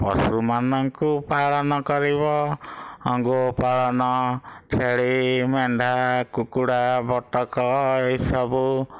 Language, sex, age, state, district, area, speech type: Odia, male, 60+, Odisha, Bhadrak, rural, spontaneous